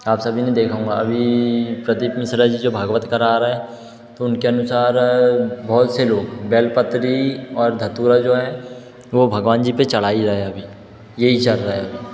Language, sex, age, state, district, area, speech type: Hindi, male, 18-30, Madhya Pradesh, Betul, urban, spontaneous